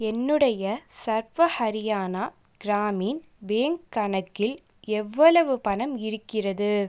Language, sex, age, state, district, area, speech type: Tamil, female, 18-30, Tamil Nadu, Pudukkottai, rural, read